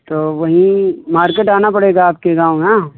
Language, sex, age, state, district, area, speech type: Hindi, male, 45-60, Uttar Pradesh, Lucknow, urban, conversation